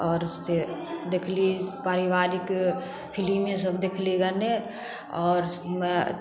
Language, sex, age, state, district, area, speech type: Maithili, female, 30-45, Bihar, Samastipur, urban, spontaneous